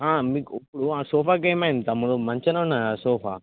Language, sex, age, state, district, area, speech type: Telugu, male, 18-30, Telangana, Mancherial, rural, conversation